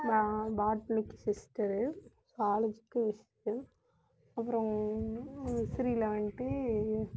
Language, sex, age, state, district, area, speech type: Tamil, female, 30-45, Tamil Nadu, Mayiladuthurai, rural, spontaneous